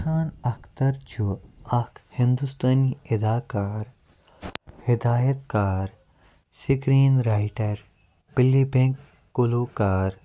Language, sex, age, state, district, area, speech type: Kashmiri, male, 18-30, Jammu and Kashmir, Kupwara, rural, read